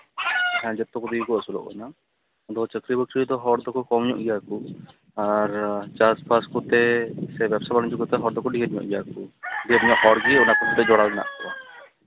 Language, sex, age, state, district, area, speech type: Santali, male, 18-30, West Bengal, Malda, rural, conversation